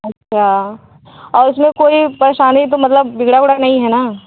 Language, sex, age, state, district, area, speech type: Hindi, female, 18-30, Uttar Pradesh, Mirzapur, urban, conversation